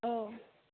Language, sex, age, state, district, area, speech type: Bodo, female, 18-30, Assam, Kokrajhar, rural, conversation